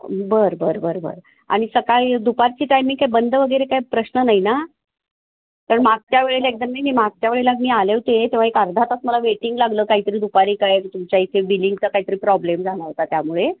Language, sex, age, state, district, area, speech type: Marathi, female, 60+, Maharashtra, Kolhapur, urban, conversation